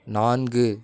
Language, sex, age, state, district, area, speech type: Tamil, male, 18-30, Tamil Nadu, Nagapattinam, rural, read